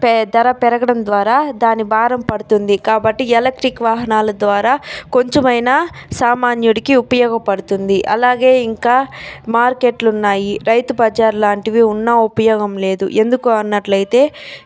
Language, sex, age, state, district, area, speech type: Telugu, female, 30-45, Andhra Pradesh, Chittoor, urban, spontaneous